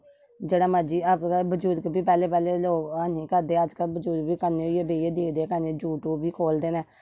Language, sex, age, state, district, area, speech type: Dogri, female, 30-45, Jammu and Kashmir, Samba, rural, spontaneous